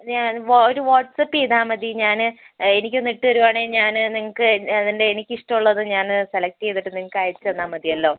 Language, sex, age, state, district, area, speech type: Malayalam, female, 18-30, Kerala, Wayanad, rural, conversation